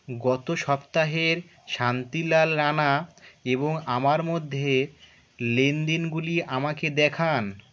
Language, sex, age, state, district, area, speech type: Bengali, male, 18-30, West Bengal, Birbhum, urban, read